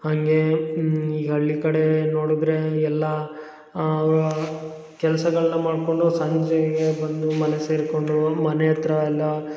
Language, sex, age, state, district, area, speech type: Kannada, male, 18-30, Karnataka, Hassan, rural, spontaneous